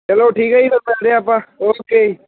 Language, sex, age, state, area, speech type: Punjabi, male, 18-30, Punjab, urban, conversation